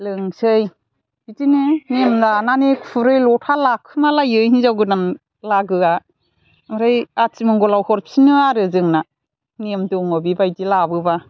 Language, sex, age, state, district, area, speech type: Bodo, female, 60+, Assam, Chirang, rural, spontaneous